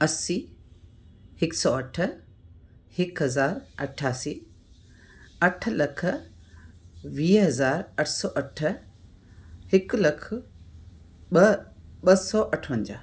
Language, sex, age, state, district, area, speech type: Sindhi, female, 60+, Rajasthan, Ajmer, urban, spontaneous